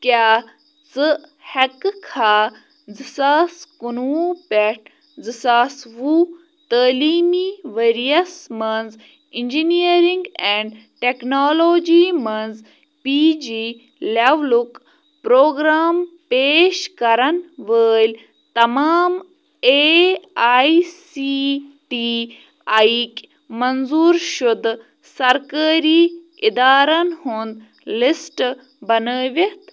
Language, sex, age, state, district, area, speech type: Kashmiri, female, 18-30, Jammu and Kashmir, Bandipora, rural, read